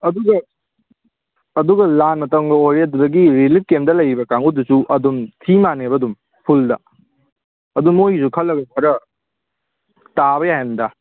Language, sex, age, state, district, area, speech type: Manipuri, male, 18-30, Manipur, Kangpokpi, urban, conversation